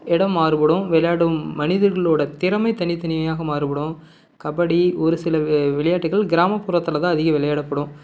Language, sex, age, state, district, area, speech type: Tamil, male, 30-45, Tamil Nadu, Salem, rural, spontaneous